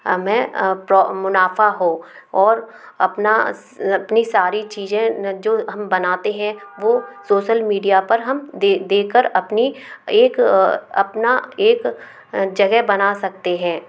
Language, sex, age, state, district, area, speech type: Hindi, female, 30-45, Madhya Pradesh, Gwalior, urban, spontaneous